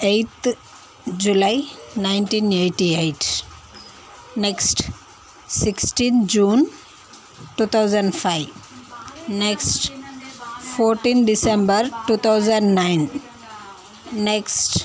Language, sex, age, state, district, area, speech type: Telugu, female, 30-45, Andhra Pradesh, Visakhapatnam, urban, spontaneous